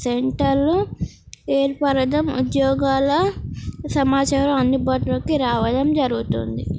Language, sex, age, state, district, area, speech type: Telugu, female, 18-30, Telangana, Komaram Bheem, urban, spontaneous